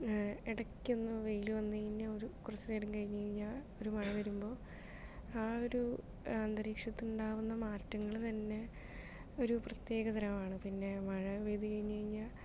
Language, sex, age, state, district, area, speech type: Malayalam, female, 30-45, Kerala, Palakkad, rural, spontaneous